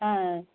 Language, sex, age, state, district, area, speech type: Tamil, female, 60+, Tamil Nadu, Kallakurichi, rural, conversation